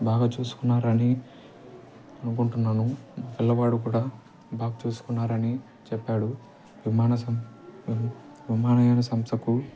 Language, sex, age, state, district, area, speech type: Telugu, male, 30-45, Andhra Pradesh, Nellore, urban, spontaneous